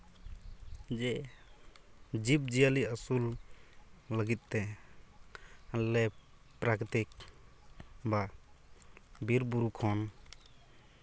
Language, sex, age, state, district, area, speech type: Santali, male, 18-30, West Bengal, Purulia, rural, spontaneous